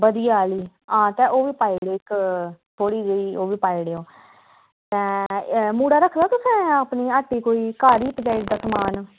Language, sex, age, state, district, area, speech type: Dogri, female, 30-45, Jammu and Kashmir, Kathua, rural, conversation